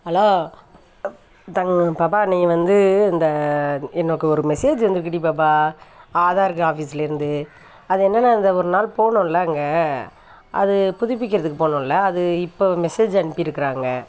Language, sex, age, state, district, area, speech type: Tamil, female, 60+, Tamil Nadu, Thanjavur, urban, spontaneous